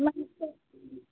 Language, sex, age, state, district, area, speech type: Hindi, female, 18-30, Bihar, Begusarai, urban, conversation